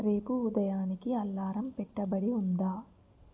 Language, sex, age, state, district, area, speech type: Telugu, female, 30-45, Telangana, Mancherial, rural, read